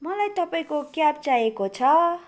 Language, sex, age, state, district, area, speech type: Nepali, female, 18-30, West Bengal, Darjeeling, rural, spontaneous